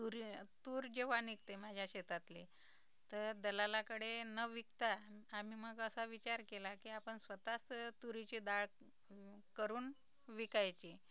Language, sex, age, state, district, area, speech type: Marathi, female, 45-60, Maharashtra, Nagpur, rural, spontaneous